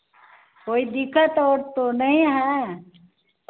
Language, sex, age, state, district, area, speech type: Hindi, female, 45-60, Bihar, Madhepura, rural, conversation